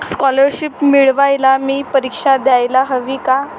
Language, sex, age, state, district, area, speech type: Marathi, female, 30-45, Maharashtra, Wardha, rural, read